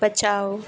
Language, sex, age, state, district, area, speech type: Hindi, female, 18-30, Madhya Pradesh, Harda, rural, read